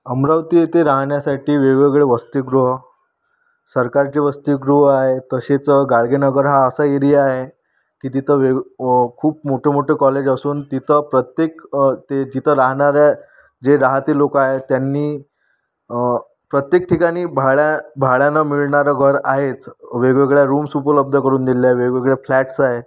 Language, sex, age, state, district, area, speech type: Marathi, female, 18-30, Maharashtra, Amravati, rural, spontaneous